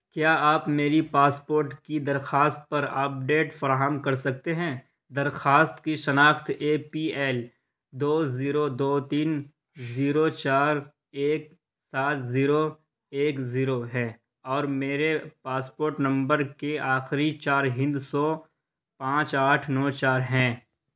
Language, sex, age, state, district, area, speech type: Urdu, male, 30-45, Bihar, Darbhanga, rural, read